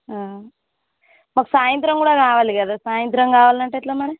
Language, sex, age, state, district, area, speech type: Telugu, female, 30-45, Telangana, Warangal, rural, conversation